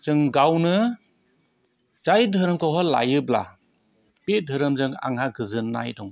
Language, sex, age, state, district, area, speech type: Bodo, male, 45-60, Assam, Chirang, rural, spontaneous